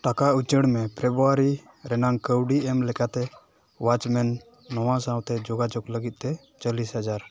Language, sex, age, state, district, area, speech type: Santali, male, 18-30, West Bengal, Dakshin Dinajpur, rural, read